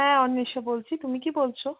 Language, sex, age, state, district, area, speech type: Bengali, female, 45-60, West Bengal, South 24 Parganas, rural, conversation